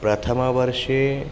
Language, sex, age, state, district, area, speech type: Sanskrit, male, 18-30, Karnataka, Uttara Kannada, urban, spontaneous